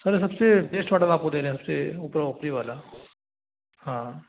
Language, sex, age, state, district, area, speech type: Hindi, male, 30-45, Madhya Pradesh, Ujjain, rural, conversation